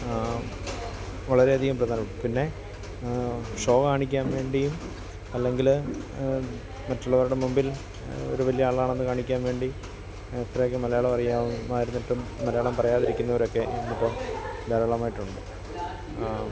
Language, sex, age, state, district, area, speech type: Malayalam, male, 30-45, Kerala, Kollam, rural, spontaneous